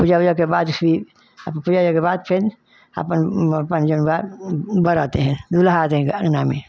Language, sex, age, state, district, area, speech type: Hindi, female, 60+, Uttar Pradesh, Ghazipur, rural, spontaneous